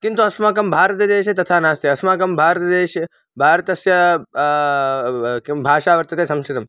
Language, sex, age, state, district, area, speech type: Sanskrit, male, 18-30, Karnataka, Davanagere, rural, spontaneous